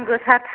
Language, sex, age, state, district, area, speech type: Bodo, female, 45-60, Assam, Chirang, rural, conversation